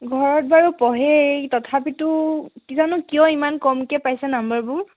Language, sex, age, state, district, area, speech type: Assamese, female, 18-30, Assam, Sivasagar, rural, conversation